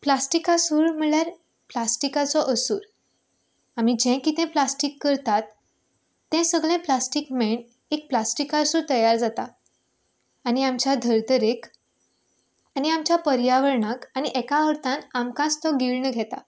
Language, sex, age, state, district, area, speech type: Goan Konkani, female, 18-30, Goa, Canacona, rural, spontaneous